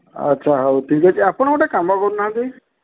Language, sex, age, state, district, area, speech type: Odia, male, 45-60, Odisha, Jagatsinghpur, urban, conversation